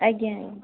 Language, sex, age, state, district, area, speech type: Odia, female, 30-45, Odisha, Cuttack, urban, conversation